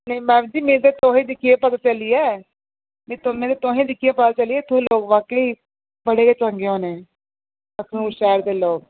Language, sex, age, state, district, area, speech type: Dogri, female, 30-45, Jammu and Kashmir, Jammu, rural, conversation